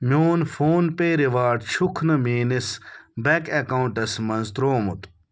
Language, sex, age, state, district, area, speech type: Kashmiri, male, 30-45, Jammu and Kashmir, Bandipora, rural, read